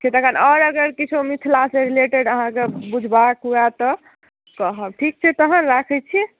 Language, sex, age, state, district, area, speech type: Maithili, female, 18-30, Bihar, Madhubani, rural, conversation